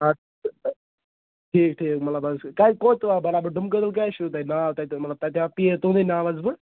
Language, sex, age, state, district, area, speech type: Kashmiri, male, 18-30, Jammu and Kashmir, Ganderbal, rural, conversation